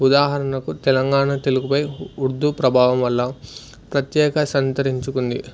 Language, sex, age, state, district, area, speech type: Telugu, male, 18-30, Andhra Pradesh, Sri Satya Sai, urban, spontaneous